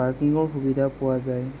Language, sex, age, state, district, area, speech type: Assamese, male, 30-45, Assam, Golaghat, urban, spontaneous